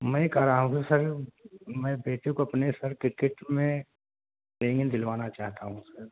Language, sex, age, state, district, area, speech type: Urdu, male, 60+, Delhi, South Delhi, urban, conversation